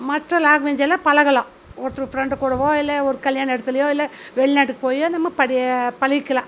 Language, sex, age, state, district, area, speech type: Tamil, female, 45-60, Tamil Nadu, Coimbatore, rural, spontaneous